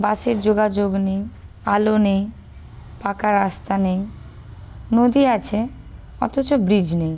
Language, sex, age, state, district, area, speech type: Bengali, female, 18-30, West Bengal, Paschim Medinipur, urban, spontaneous